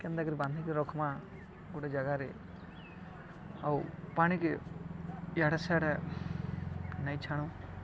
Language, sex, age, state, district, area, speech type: Odia, male, 45-60, Odisha, Balangir, urban, spontaneous